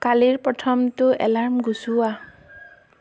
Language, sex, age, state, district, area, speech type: Assamese, female, 18-30, Assam, Darrang, rural, read